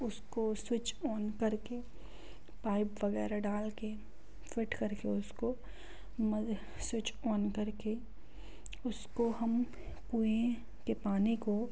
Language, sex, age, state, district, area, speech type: Hindi, female, 18-30, Madhya Pradesh, Katni, urban, spontaneous